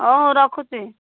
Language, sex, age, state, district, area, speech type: Odia, female, 45-60, Odisha, Koraput, urban, conversation